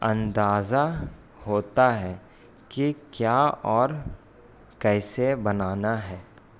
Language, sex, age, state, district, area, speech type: Urdu, male, 18-30, Bihar, Gaya, rural, spontaneous